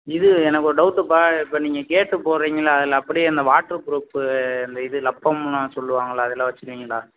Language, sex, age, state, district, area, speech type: Tamil, male, 18-30, Tamil Nadu, Sivaganga, rural, conversation